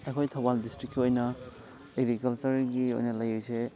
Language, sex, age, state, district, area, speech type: Manipuri, male, 18-30, Manipur, Thoubal, rural, spontaneous